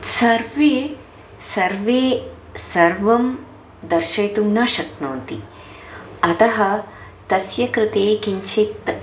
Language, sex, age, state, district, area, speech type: Sanskrit, female, 30-45, Karnataka, Bangalore Urban, urban, spontaneous